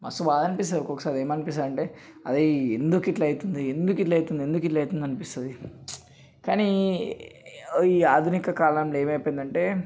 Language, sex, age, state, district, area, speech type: Telugu, male, 18-30, Telangana, Nalgonda, urban, spontaneous